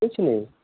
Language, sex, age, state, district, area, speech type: Hindi, male, 18-30, Uttar Pradesh, Mau, rural, conversation